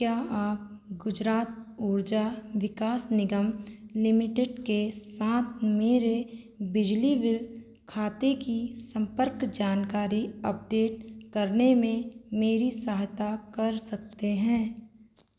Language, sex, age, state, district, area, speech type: Hindi, female, 30-45, Madhya Pradesh, Seoni, rural, read